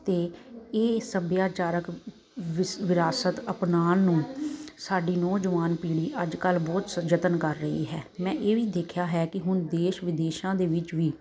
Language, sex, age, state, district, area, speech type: Punjabi, female, 30-45, Punjab, Kapurthala, urban, spontaneous